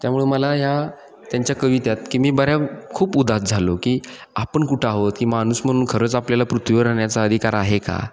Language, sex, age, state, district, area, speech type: Marathi, male, 30-45, Maharashtra, Satara, urban, spontaneous